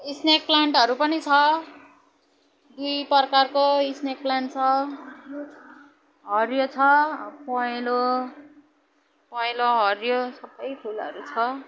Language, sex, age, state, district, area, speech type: Nepali, female, 45-60, West Bengal, Jalpaiguri, urban, spontaneous